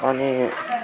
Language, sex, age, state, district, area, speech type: Nepali, male, 18-30, West Bengal, Alipurduar, rural, spontaneous